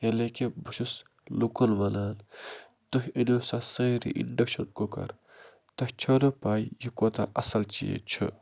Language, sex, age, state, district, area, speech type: Kashmiri, male, 30-45, Jammu and Kashmir, Budgam, rural, spontaneous